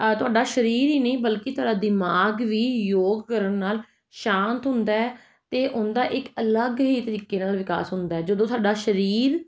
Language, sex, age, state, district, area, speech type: Punjabi, female, 30-45, Punjab, Jalandhar, urban, spontaneous